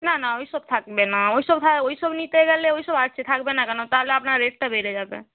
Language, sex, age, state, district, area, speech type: Bengali, female, 18-30, West Bengal, Nadia, rural, conversation